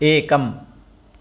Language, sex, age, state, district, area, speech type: Sanskrit, male, 30-45, Karnataka, Dakshina Kannada, rural, read